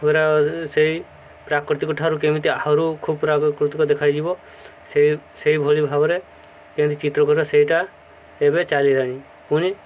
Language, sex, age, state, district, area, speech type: Odia, male, 18-30, Odisha, Subarnapur, urban, spontaneous